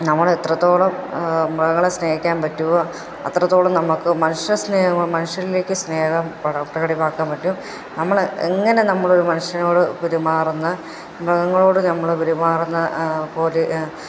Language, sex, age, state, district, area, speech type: Malayalam, female, 30-45, Kerala, Pathanamthitta, rural, spontaneous